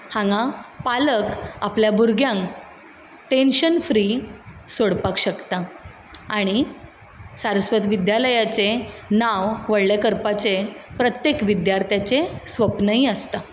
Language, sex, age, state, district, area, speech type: Goan Konkani, female, 30-45, Goa, Ponda, rural, spontaneous